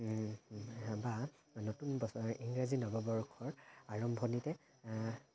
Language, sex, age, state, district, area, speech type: Assamese, male, 18-30, Assam, Charaideo, urban, spontaneous